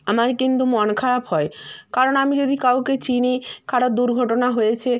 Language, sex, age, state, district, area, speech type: Bengali, female, 45-60, West Bengal, Nadia, rural, spontaneous